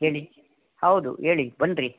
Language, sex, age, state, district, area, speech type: Kannada, male, 45-60, Karnataka, Davanagere, rural, conversation